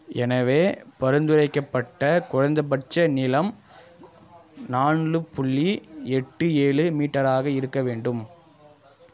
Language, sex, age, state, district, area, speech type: Tamil, male, 30-45, Tamil Nadu, Ariyalur, rural, read